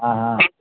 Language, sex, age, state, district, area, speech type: Urdu, male, 45-60, Bihar, Supaul, rural, conversation